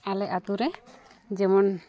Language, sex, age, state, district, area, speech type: Santali, female, 45-60, Jharkhand, East Singhbhum, rural, spontaneous